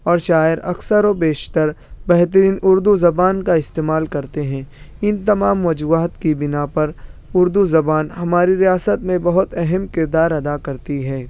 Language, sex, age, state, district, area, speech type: Urdu, male, 18-30, Maharashtra, Nashik, rural, spontaneous